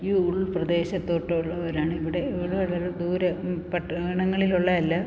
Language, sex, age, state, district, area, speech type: Malayalam, female, 45-60, Kerala, Thiruvananthapuram, urban, spontaneous